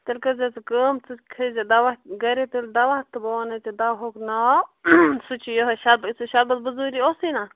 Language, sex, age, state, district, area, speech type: Kashmiri, female, 18-30, Jammu and Kashmir, Bandipora, rural, conversation